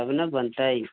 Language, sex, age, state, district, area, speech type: Maithili, male, 45-60, Bihar, Sitamarhi, rural, conversation